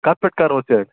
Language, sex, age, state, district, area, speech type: Kashmiri, male, 18-30, Jammu and Kashmir, Baramulla, rural, conversation